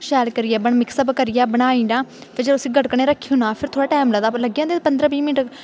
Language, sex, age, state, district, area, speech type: Dogri, female, 18-30, Jammu and Kashmir, Kathua, rural, spontaneous